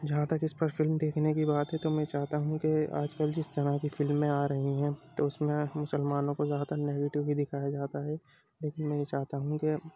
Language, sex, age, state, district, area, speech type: Urdu, male, 18-30, Uttar Pradesh, Rampur, urban, spontaneous